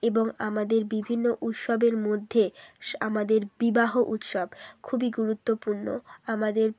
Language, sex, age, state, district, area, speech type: Bengali, female, 30-45, West Bengal, Bankura, urban, spontaneous